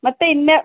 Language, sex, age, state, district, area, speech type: Kannada, female, 45-60, Karnataka, Hassan, urban, conversation